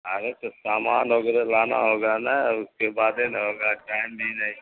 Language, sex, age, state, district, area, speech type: Urdu, male, 60+, Bihar, Supaul, rural, conversation